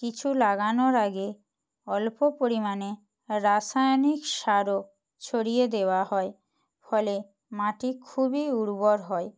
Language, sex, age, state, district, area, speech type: Bengali, female, 45-60, West Bengal, Purba Medinipur, rural, spontaneous